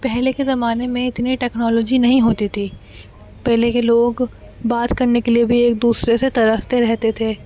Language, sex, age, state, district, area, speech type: Urdu, female, 18-30, Delhi, North East Delhi, urban, spontaneous